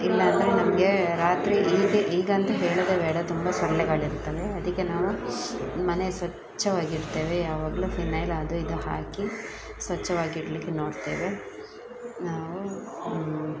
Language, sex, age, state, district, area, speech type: Kannada, female, 30-45, Karnataka, Dakshina Kannada, rural, spontaneous